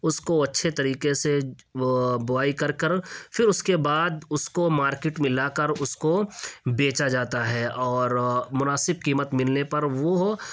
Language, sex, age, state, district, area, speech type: Urdu, male, 18-30, Uttar Pradesh, Ghaziabad, urban, spontaneous